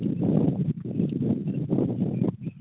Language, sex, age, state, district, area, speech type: Tamil, female, 18-30, Tamil Nadu, Tiruvarur, urban, conversation